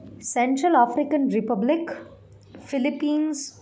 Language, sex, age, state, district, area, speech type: Gujarati, female, 18-30, Gujarat, Anand, urban, spontaneous